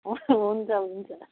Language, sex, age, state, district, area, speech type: Nepali, female, 45-60, West Bengal, Jalpaiguri, urban, conversation